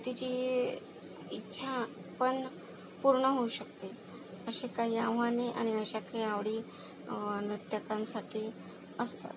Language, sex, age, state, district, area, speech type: Marathi, female, 18-30, Maharashtra, Akola, rural, spontaneous